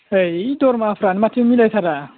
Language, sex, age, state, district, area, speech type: Bodo, male, 18-30, Assam, Baksa, rural, conversation